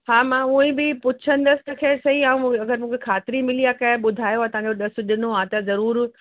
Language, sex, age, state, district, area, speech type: Sindhi, female, 30-45, Uttar Pradesh, Lucknow, urban, conversation